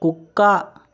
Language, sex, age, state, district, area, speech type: Telugu, male, 18-30, Telangana, Mahbubnagar, urban, read